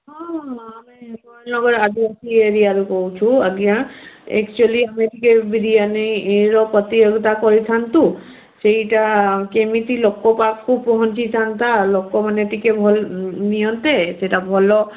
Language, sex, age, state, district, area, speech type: Odia, female, 60+, Odisha, Gajapati, rural, conversation